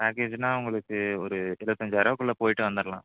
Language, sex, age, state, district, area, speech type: Tamil, male, 18-30, Tamil Nadu, Nilgiris, rural, conversation